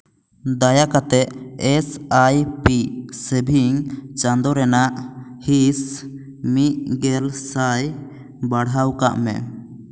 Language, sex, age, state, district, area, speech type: Santali, male, 18-30, West Bengal, Bankura, rural, read